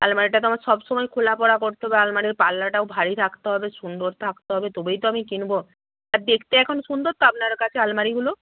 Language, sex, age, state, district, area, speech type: Bengali, female, 45-60, West Bengal, Purba Medinipur, rural, conversation